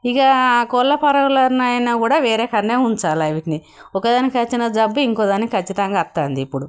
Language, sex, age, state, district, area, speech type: Telugu, female, 60+, Telangana, Jagtial, rural, spontaneous